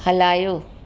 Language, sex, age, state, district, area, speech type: Sindhi, female, 45-60, Delhi, South Delhi, urban, read